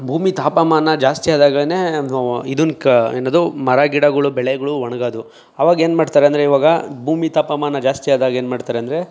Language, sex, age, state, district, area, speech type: Kannada, male, 30-45, Karnataka, Chikkaballapur, urban, spontaneous